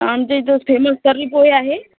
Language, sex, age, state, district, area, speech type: Marathi, female, 18-30, Maharashtra, Washim, rural, conversation